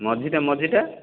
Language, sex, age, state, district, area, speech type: Odia, male, 45-60, Odisha, Jajpur, rural, conversation